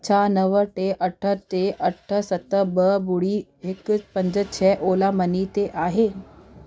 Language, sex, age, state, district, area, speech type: Sindhi, female, 30-45, Delhi, South Delhi, urban, read